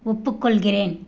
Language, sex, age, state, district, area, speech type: Tamil, female, 30-45, Tamil Nadu, Tirupattur, rural, read